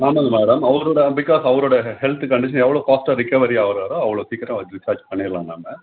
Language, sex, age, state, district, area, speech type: Tamil, male, 60+, Tamil Nadu, Tenkasi, rural, conversation